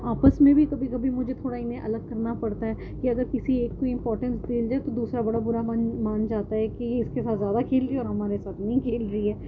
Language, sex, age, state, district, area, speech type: Urdu, female, 30-45, Delhi, North East Delhi, urban, spontaneous